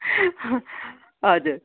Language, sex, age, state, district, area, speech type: Nepali, female, 60+, West Bengal, Kalimpong, rural, conversation